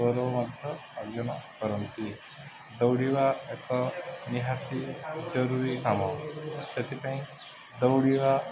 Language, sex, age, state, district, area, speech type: Odia, male, 18-30, Odisha, Subarnapur, urban, spontaneous